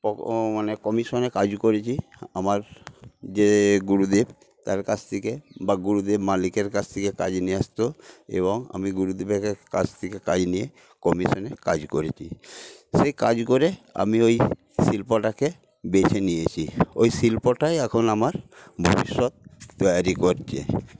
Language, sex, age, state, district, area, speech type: Bengali, male, 60+, West Bengal, Paschim Medinipur, rural, spontaneous